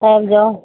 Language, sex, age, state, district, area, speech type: Maithili, female, 30-45, Bihar, Araria, rural, conversation